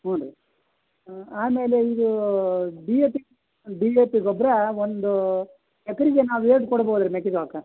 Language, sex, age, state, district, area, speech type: Kannada, male, 60+, Karnataka, Vijayanagara, rural, conversation